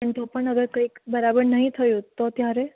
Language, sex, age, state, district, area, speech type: Gujarati, female, 18-30, Gujarat, Surat, urban, conversation